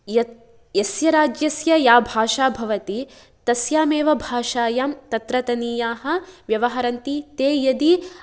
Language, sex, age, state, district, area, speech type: Sanskrit, female, 18-30, Kerala, Kasaragod, rural, spontaneous